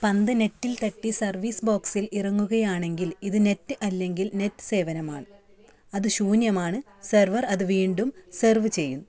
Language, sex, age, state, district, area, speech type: Malayalam, female, 30-45, Kerala, Kasaragod, rural, read